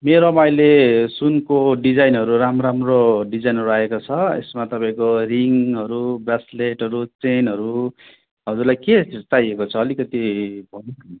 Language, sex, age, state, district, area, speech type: Nepali, male, 45-60, West Bengal, Darjeeling, rural, conversation